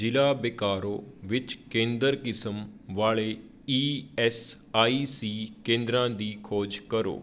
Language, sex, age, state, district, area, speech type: Punjabi, male, 30-45, Punjab, Patiala, urban, read